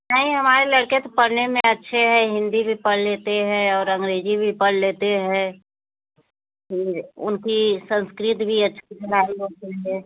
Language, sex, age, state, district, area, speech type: Hindi, female, 60+, Uttar Pradesh, Bhadohi, rural, conversation